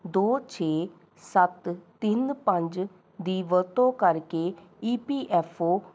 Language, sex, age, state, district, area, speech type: Punjabi, female, 30-45, Punjab, Rupnagar, urban, read